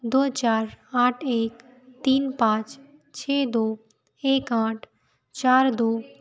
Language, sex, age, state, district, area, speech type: Hindi, female, 18-30, Madhya Pradesh, Betul, rural, read